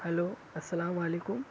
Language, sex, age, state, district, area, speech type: Urdu, male, 18-30, Maharashtra, Nashik, urban, spontaneous